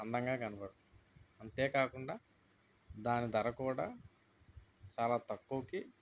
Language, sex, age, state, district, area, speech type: Telugu, male, 60+, Andhra Pradesh, East Godavari, urban, spontaneous